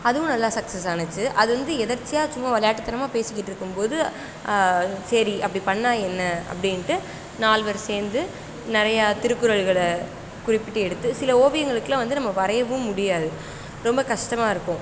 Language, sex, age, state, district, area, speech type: Tamil, female, 18-30, Tamil Nadu, Sivaganga, rural, spontaneous